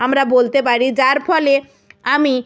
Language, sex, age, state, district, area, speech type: Bengali, female, 45-60, West Bengal, Purba Medinipur, rural, spontaneous